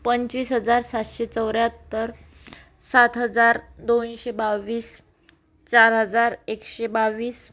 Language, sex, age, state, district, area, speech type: Marathi, female, 18-30, Maharashtra, Amravati, rural, spontaneous